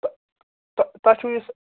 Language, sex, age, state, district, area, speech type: Kashmiri, male, 30-45, Jammu and Kashmir, Srinagar, urban, conversation